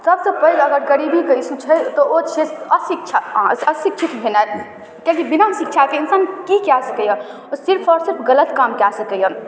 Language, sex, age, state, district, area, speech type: Maithili, female, 18-30, Bihar, Darbhanga, rural, spontaneous